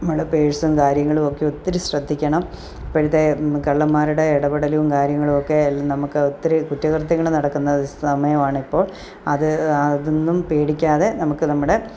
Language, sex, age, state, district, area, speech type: Malayalam, female, 45-60, Kerala, Kottayam, rural, spontaneous